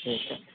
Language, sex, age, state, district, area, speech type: Marathi, male, 18-30, Maharashtra, Yavatmal, rural, conversation